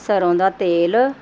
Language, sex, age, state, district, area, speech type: Punjabi, female, 45-60, Punjab, Mohali, urban, spontaneous